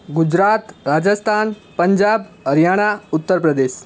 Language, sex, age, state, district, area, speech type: Gujarati, male, 18-30, Gujarat, Ahmedabad, urban, spontaneous